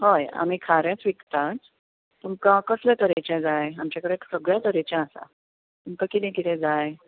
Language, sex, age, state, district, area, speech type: Goan Konkani, female, 30-45, Goa, Bardez, rural, conversation